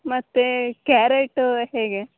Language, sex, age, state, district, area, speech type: Kannada, female, 18-30, Karnataka, Uttara Kannada, rural, conversation